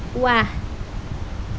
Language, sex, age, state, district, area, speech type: Assamese, female, 30-45, Assam, Nalbari, rural, read